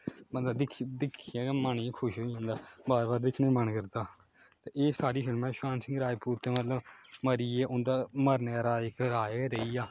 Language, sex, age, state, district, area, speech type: Dogri, male, 18-30, Jammu and Kashmir, Kathua, rural, spontaneous